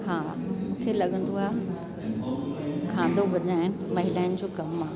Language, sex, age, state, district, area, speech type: Sindhi, female, 60+, Delhi, South Delhi, urban, spontaneous